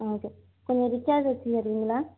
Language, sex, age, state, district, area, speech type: Tamil, female, 30-45, Tamil Nadu, Tiruvarur, rural, conversation